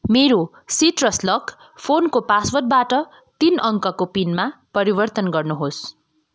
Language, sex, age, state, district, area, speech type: Nepali, female, 30-45, West Bengal, Darjeeling, rural, read